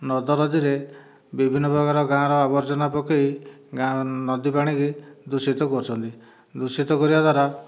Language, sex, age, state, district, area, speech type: Odia, male, 60+, Odisha, Dhenkanal, rural, spontaneous